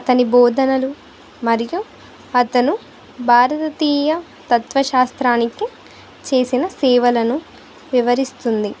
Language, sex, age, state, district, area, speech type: Telugu, female, 18-30, Andhra Pradesh, Sri Satya Sai, urban, spontaneous